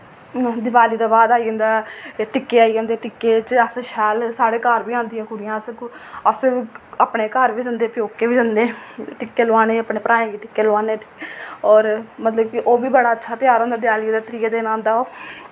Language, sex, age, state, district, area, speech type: Dogri, female, 18-30, Jammu and Kashmir, Reasi, rural, spontaneous